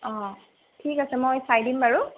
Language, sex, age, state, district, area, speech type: Assamese, female, 18-30, Assam, Golaghat, urban, conversation